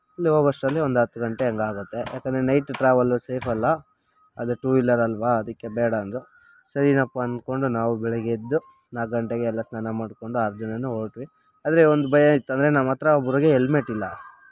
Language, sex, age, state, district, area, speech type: Kannada, male, 30-45, Karnataka, Bangalore Rural, rural, spontaneous